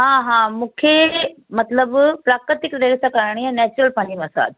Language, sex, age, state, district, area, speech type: Sindhi, female, 30-45, Rajasthan, Ajmer, urban, conversation